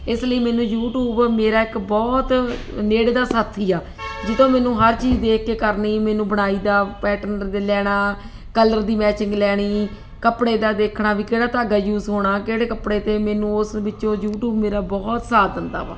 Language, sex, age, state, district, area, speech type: Punjabi, female, 30-45, Punjab, Ludhiana, urban, spontaneous